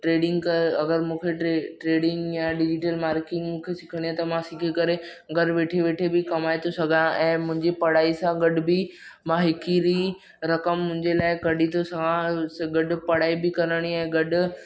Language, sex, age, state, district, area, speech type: Sindhi, male, 18-30, Maharashtra, Mumbai Suburban, urban, spontaneous